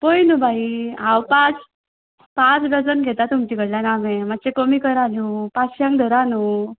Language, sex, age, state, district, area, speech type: Goan Konkani, female, 18-30, Goa, Ponda, rural, conversation